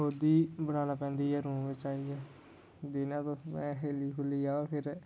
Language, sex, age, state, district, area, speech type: Dogri, male, 30-45, Jammu and Kashmir, Udhampur, rural, spontaneous